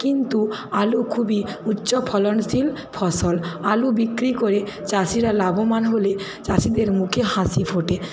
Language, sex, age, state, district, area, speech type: Bengali, female, 60+, West Bengal, Paschim Medinipur, rural, spontaneous